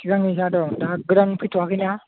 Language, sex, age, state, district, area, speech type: Bodo, male, 18-30, Assam, Kokrajhar, rural, conversation